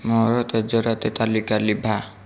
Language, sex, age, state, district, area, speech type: Odia, male, 18-30, Odisha, Bhadrak, rural, read